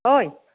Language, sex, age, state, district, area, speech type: Bodo, female, 30-45, Assam, Kokrajhar, rural, conversation